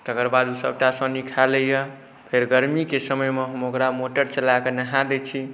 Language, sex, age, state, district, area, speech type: Maithili, male, 18-30, Bihar, Saharsa, rural, spontaneous